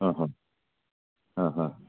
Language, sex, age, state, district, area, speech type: Malayalam, male, 45-60, Kerala, Kottayam, urban, conversation